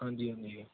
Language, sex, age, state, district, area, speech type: Punjabi, male, 30-45, Punjab, Amritsar, urban, conversation